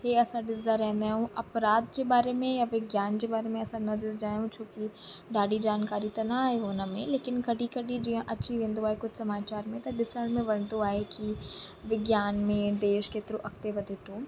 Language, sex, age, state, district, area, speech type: Sindhi, female, 18-30, Uttar Pradesh, Lucknow, rural, spontaneous